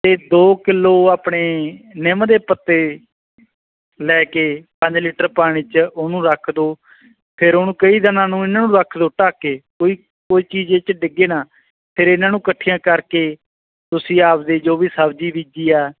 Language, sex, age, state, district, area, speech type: Punjabi, male, 30-45, Punjab, Barnala, rural, conversation